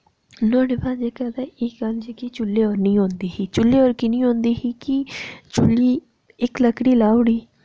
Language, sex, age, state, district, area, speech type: Dogri, female, 30-45, Jammu and Kashmir, Reasi, rural, spontaneous